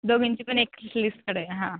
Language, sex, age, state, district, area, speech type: Marathi, female, 18-30, Maharashtra, Satara, rural, conversation